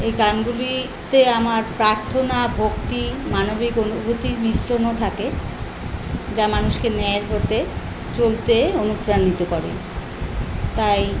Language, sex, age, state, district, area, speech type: Bengali, female, 45-60, West Bengal, Kolkata, urban, spontaneous